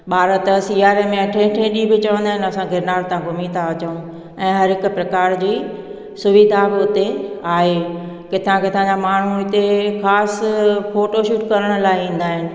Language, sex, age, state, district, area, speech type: Sindhi, female, 45-60, Gujarat, Junagadh, urban, spontaneous